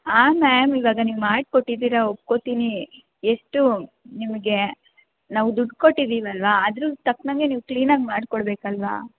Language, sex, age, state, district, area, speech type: Kannada, female, 18-30, Karnataka, Bangalore Urban, urban, conversation